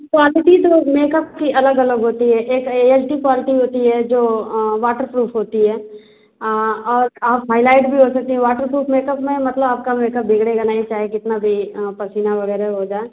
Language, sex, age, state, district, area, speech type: Hindi, female, 30-45, Uttar Pradesh, Azamgarh, rural, conversation